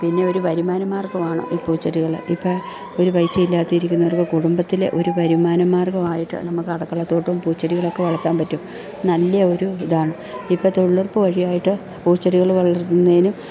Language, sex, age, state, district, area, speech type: Malayalam, female, 45-60, Kerala, Idukki, rural, spontaneous